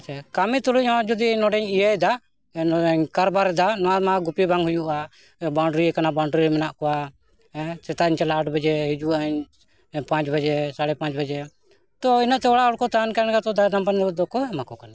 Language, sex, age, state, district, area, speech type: Santali, male, 45-60, Jharkhand, Bokaro, rural, spontaneous